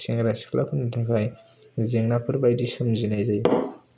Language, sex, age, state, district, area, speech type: Bodo, male, 18-30, Assam, Kokrajhar, rural, spontaneous